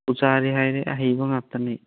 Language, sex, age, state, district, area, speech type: Manipuri, male, 30-45, Manipur, Thoubal, rural, conversation